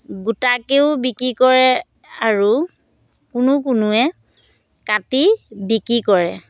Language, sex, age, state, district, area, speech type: Assamese, female, 30-45, Assam, Dhemaji, rural, spontaneous